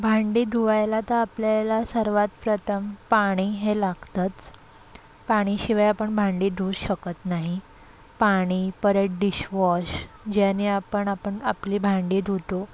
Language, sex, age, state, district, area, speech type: Marathi, female, 18-30, Maharashtra, Solapur, urban, spontaneous